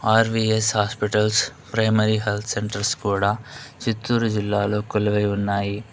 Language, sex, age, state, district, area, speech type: Telugu, male, 18-30, Andhra Pradesh, Chittoor, urban, spontaneous